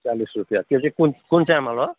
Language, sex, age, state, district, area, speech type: Nepali, male, 45-60, West Bengal, Jalpaiguri, urban, conversation